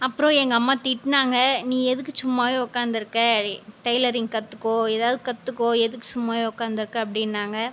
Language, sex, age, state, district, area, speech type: Tamil, female, 18-30, Tamil Nadu, Viluppuram, rural, spontaneous